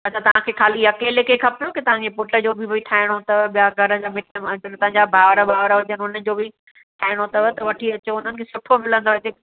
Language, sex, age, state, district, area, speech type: Sindhi, female, 45-60, Maharashtra, Thane, urban, conversation